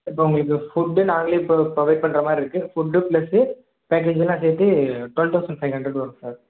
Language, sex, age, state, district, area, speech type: Tamil, male, 18-30, Tamil Nadu, Perambalur, rural, conversation